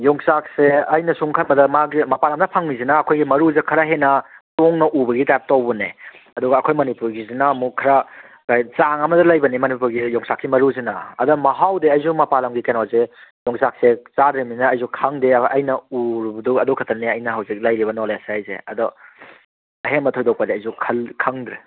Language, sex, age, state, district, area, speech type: Manipuri, male, 30-45, Manipur, Kangpokpi, urban, conversation